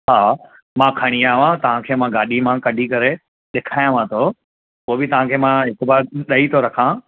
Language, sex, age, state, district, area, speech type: Sindhi, male, 30-45, Gujarat, Surat, urban, conversation